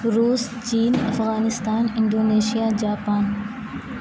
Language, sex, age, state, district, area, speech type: Urdu, female, 30-45, Uttar Pradesh, Aligarh, rural, spontaneous